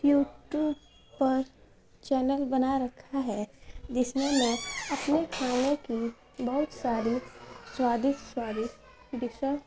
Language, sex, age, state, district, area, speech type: Urdu, female, 18-30, Uttar Pradesh, Ghaziabad, rural, spontaneous